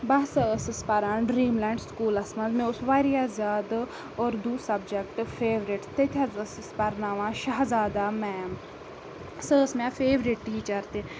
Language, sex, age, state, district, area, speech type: Kashmiri, female, 18-30, Jammu and Kashmir, Ganderbal, rural, spontaneous